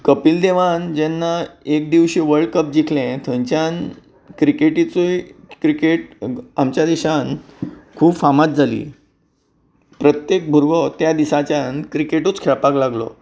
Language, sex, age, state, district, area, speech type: Goan Konkani, male, 45-60, Goa, Bardez, urban, spontaneous